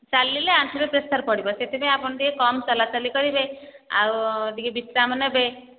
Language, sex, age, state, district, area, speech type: Odia, female, 30-45, Odisha, Nayagarh, rural, conversation